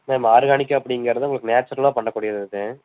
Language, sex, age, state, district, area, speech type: Tamil, male, 18-30, Tamil Nadu, Erode, rural, conversation